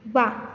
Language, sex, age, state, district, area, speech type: Goan Konkani, female, 18-30, Goa, Bardez, urban, read